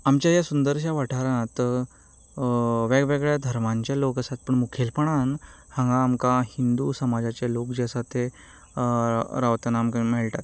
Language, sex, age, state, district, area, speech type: Goan Konkani, male, 30-45, Goa, Canacona, rural, spontaneous